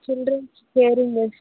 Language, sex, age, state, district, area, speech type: Telugu, female, 30-45, Andhra Pradesh, Chittoor, urban, conversation